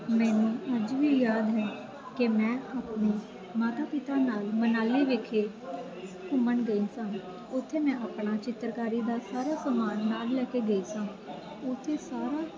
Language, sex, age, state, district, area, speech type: Punjabi, female, 18-30, Punjab, Faridkot, urban, spontaneous